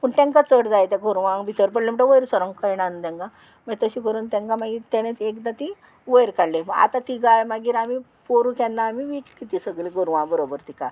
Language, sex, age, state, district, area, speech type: Goan Konkani, female, 45-60, Goa, Murmgao, rural, spontaneous